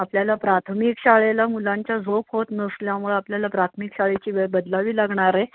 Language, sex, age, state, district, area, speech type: Marathi, female, 45-60, Maharashtra, Nanded, rural, conversation